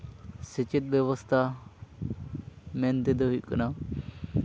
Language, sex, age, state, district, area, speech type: Santali, male, 18-30, West Bengal, Jhargram, rural, spontaneous